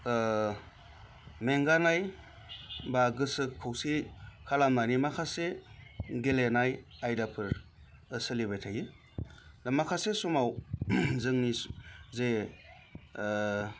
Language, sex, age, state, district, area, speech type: Bodo, male, 30-45, Assam, Baksa, urban, spontaneous